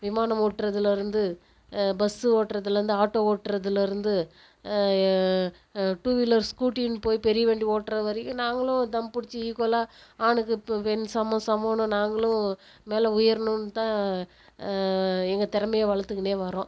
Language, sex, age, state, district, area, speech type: Tamil, female, 45-60, Tamil Nadu, Viluppuram, rural, spontaneous